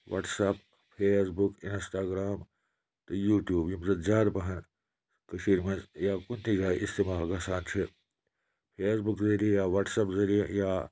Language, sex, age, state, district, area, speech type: Kashmiri, male, 18-30, Jammu and Kashmir, Budgam, rural, spontaneous